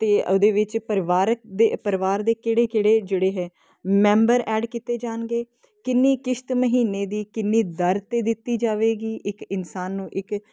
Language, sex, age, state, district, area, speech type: Punjabi, female, 30-45, Punjab, Kapurthala, urban, spontaneous